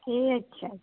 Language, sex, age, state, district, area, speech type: Dogri, female, 60+, Jammu and Kashmir, Kathua, rural, conversation